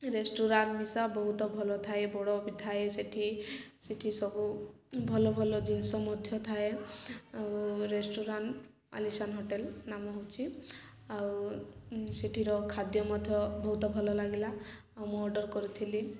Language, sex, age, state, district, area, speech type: Odia, female, 18-30, Odisha, Koraput, urban, spontaneous